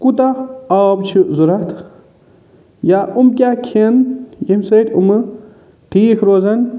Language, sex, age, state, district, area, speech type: Kashmiri, male, 45-60, Jammu and Kashmir, Budgam, urban, spontaneous